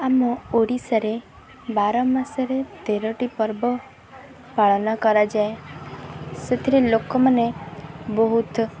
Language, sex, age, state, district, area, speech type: Odia, female, 18-30, Odisha, Kendrapara, urban, spontaneous